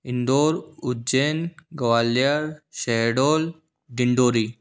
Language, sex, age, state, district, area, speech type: Hindi, male, 18-30, Madhya Pradesh, Indore, urban, spontaneous